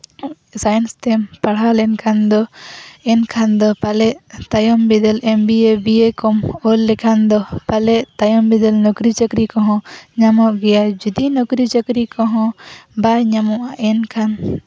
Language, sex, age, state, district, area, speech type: Santali, female, 18-30, Jharkhand, East Singhbhum, rural, spontaneous